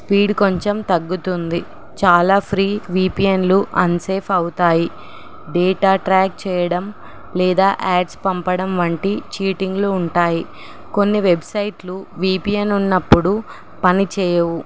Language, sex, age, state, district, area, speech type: Telugu, female, 18-30, Telangana, Nizamabad, urban, spontaneous